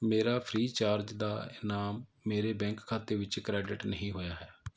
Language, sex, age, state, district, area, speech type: Punjabi, male, 30-45, Punjab, Mohali, urban, read